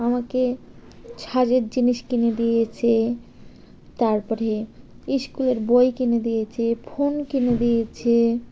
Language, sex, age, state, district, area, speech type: Bengali, female, 18-30, West Bengal, Birbhum, urban, spontaneous